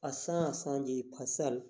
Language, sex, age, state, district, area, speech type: Sindhi, male, 30-45, Gujarat, Kutch, rural, spontaneous